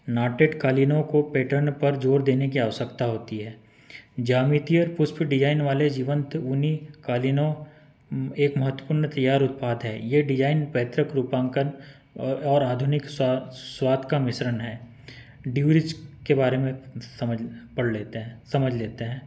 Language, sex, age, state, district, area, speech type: Hindi, male, 30-45, Madhya Pradesh, Betul, urban, spontaneous